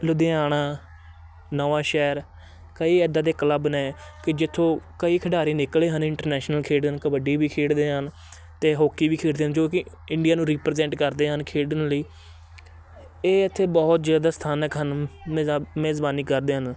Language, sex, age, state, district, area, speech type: Punjabi, male, 18-30, Punjab, Shaheed Bhagat Singh Nagar, urban, spontaneous